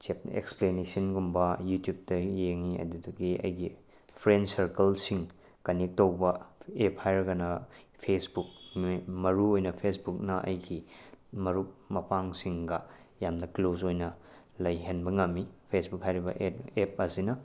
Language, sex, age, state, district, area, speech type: Manipuri, male, 18-30, Manipur, Tengnoupal, rural, spontaneous